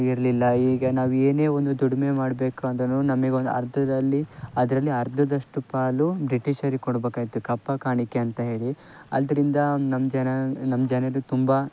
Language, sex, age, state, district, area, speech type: Kannada, male, 18-30, Karnataka, Shimoga, rural, spontaneous